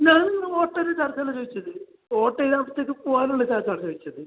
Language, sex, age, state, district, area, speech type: Malayalam, male, 30-45, Kerala, Kasaragod, rural, conversation